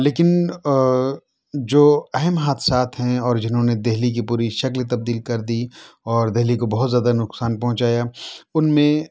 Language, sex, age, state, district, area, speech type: Urdu, male, 30-45, Delhi, South Delhi, urban, spontaneous